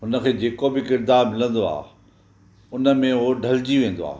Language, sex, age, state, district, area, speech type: Sindhi, male, 45-60, Maharashtra, Thane, urban, spontaneous